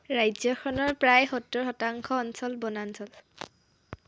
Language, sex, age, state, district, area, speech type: Assamese, female, 18-30, Assam, Sivasagar, rural, read